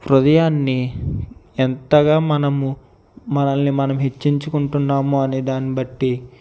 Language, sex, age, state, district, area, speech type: Telugu, male, 18-30, Andhra Pradesh, Konaseema, rural, spontaneous